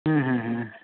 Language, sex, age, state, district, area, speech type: Kannada, male, 30-45, Karnataka, Vijayanagara, rural, conversation